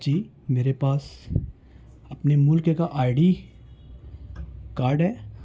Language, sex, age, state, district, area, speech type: Urdu, male, 18-30, Bihar, Gaya, urban, spontaneous